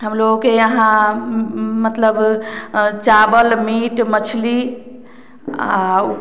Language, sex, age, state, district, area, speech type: Hindi, female, 30-45, Bihar, Samastipur, urban, spontaneous